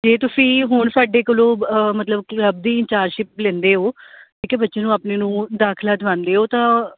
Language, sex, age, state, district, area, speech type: Punjabi, female, 30-45, Punjab, Kapurthala, urban, conversation